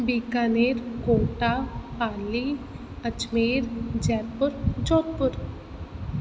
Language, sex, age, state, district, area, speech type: Sindhi, female, 18-30, Rajasthan, Ajmer, urban, spontaneous